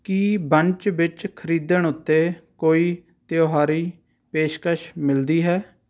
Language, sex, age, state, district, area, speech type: Punjabi, male, 30-45, Punjab, Rupnagar, urban, read